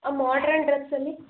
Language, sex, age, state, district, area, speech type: Kannada, female, 18-30, Karnataka, Tumkur, urban, conversation